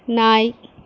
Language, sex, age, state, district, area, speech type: Tamil, female, 30-45, Tamil Nadu, Krishnagiri, rural, read